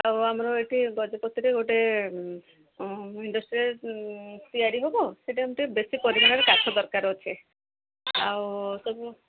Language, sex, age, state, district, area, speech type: Odia, female, 60+, Odisha, Gajapati, rural, conversation